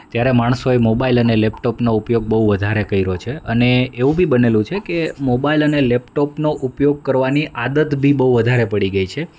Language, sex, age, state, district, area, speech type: Gujarati, male, 30-45, Gujarat, Rajkot, urban, spontaneous